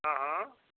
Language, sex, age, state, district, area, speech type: Maithili, male, 45-60, Bihar, Supaul, rural, conversation